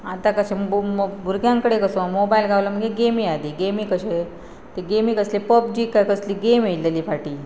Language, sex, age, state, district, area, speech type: Goan Konkani, female, 30-45, Goa, Pernem, rural, spontaneous